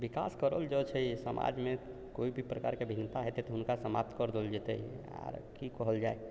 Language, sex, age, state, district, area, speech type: Maithili, male, 60+, Bihar, Purnia, urban, spontaneous